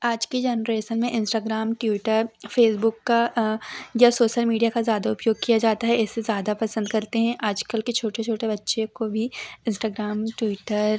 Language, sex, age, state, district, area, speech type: Hindi, female, 18-30, Madhya Pradesh, Seoni, urban, spontaneous